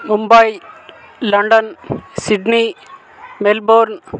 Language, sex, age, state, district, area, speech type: Telugu, male, 18-30, Andhra Pradesh, Guntur, urban, spontaneous